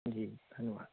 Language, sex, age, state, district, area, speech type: Punjabi, male, 18-30, Punjab, Mansa, urban, conversation